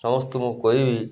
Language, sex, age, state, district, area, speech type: Odia, male, 45-60, Odisha, Malkangiri, urban, spontaneous